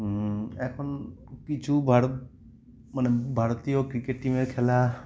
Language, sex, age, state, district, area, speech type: Bengali, male, 30-45, West Bengal, Cooch Behar, urban, spontaneous